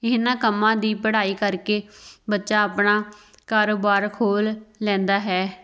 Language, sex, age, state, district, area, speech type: Punjabi, female, 18-30, Punjab, Tarn Taran, rural, spontaneous